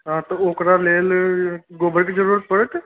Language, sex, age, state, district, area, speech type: Maithili, male, 18-30, Bihar, Sitamarhi, rural, conversation